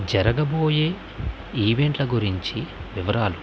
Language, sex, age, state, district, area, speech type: Telugu, male, 18-30, Andhra Pradesh, Krishna, rural, read